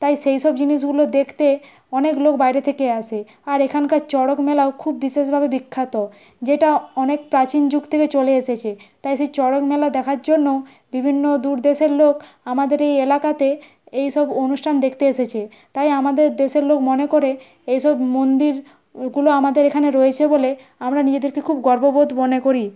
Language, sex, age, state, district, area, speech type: Bengali, female, 60+, West Bengal, Nadia, rural, spontaneous